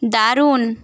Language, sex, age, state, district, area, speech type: Bengali, female, 18-30, West Bengal, Paschim Medinipur, rural, read